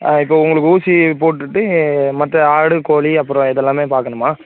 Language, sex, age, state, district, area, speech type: Tamil, male, 18-30, Tamil Nadu, Thoothukudi, rural, conversation